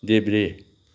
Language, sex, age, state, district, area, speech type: Nepali, male, 45-60, West Bengal, Darjeeling, rural, read